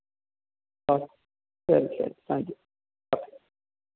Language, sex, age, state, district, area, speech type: Malayalam, male, 30-45, Kerala, Thiruvananthapuram, rural, conversation